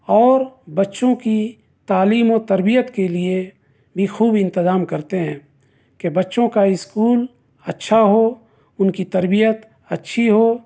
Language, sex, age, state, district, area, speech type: Urdu, male, 30-45, Bihar, East Champaran, rural, spontaneous